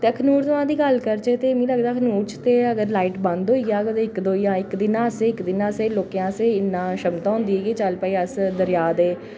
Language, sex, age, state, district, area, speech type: Dogri, female, 30-45, Jammu and Kashmir, Jammu, urban, spontaneous